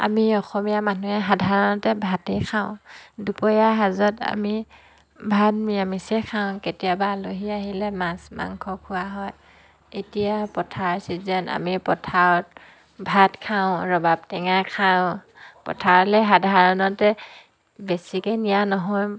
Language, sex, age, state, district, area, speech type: Assamese, female, 30-45, Assam, Dhemaji, rural, spontaneous